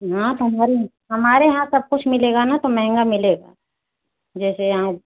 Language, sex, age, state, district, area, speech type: Hindi, female, 60+, Uttar Pradesh, Ayodhya, rural, conversation